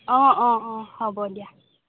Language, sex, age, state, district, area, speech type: Assamese, female, 30-45, Assam, Jorhat, urban, conversation